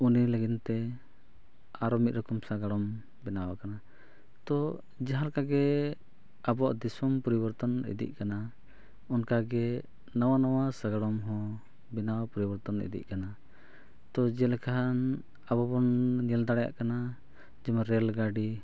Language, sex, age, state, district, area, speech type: Santali, male, 30-45, Jharkhand, East Singhbhum, rural, spontaneous